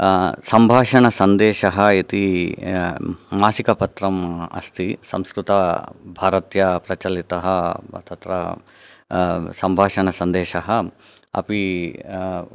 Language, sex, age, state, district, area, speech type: Sanskrit, male, 30-45, Karnataka, Chikkaballapur, urban, spontaneous